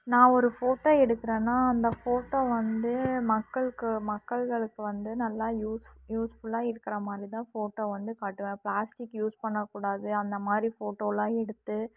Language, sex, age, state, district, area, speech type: Tamil, female, 18-30, Tamil Nadu, Coimbatore, rural, spontaneous